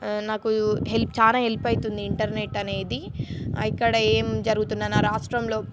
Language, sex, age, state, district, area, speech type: Telugu, female, 18-30, Telangana, Nizamabad, urban, spontaneous